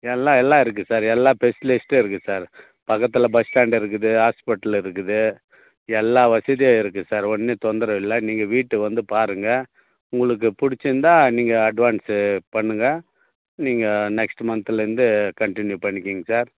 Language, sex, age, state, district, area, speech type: Tamil, male, 45-60, Tamil Nadu, Viluppuram, rural, conversation